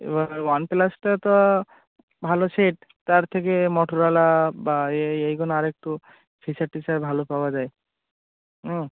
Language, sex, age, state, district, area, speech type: Bengali, male, 18-30, West Bengal, Birbhum, urban, conversation